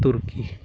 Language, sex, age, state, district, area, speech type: Santali, male, 45-60, Jharkhand, East Singhbhum, rural, spontaneous